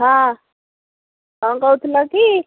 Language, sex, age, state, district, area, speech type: Odia, female, 60+, Odisha, Jharsuguda, rural, conversation